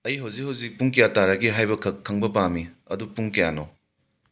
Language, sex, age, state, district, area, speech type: Manipuri, male, 60+, Manipur, Imphal West, urban, read